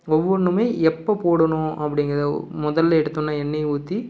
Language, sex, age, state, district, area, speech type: Tamil, male, 30-45, Tamil Nadu, Salem, rural, spontaneous